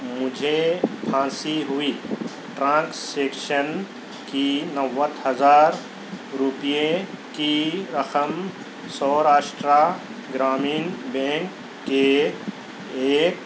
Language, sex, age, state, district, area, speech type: Urdu, male, 30-45, Telangana, Hyderabad, urban, read